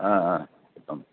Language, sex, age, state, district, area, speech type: Telugu, male, 45-60, Andhra Pradesh, N T Rama Rao, urban, conversation